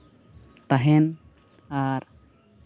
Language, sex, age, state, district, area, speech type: Santali, male, 18-30, West Bengal, Uttar Dinajpur, rural, spontaneous